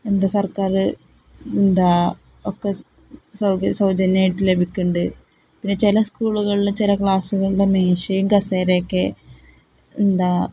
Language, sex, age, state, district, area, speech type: Malayalam, female, 18-30, Kerala, Palakkad, rural, spontaneous